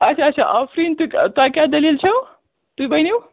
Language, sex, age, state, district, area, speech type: Kashmiri, female, 18-30, Jammu and Kashmir, Srinagar, urban, conversation